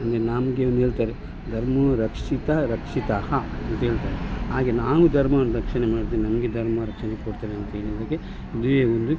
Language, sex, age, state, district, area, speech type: Kannada, male, 60+, Karnataka, Dakshina Kannada, rural, spontaneous